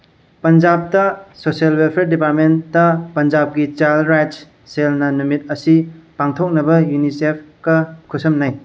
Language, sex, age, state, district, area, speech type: Manipuri, male, 18-30, Manipur, Bishnupur, rural, read